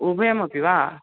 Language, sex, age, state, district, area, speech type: Sanskrit, male, 18-30, Maharashtra, Chandrapur, rural, conversation